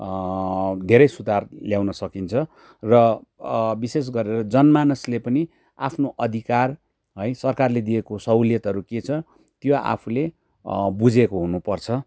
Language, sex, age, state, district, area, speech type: Nepali, male, 30-45, West Bengal, Darjeeling, rural, spontaneous